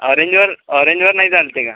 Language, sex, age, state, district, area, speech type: Marathi, male, 18-30, Maharashtra, Washim, rural, conversation